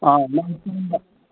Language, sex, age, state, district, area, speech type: Manipuri, male, 60+, Manipur, Senapati, urban, conversation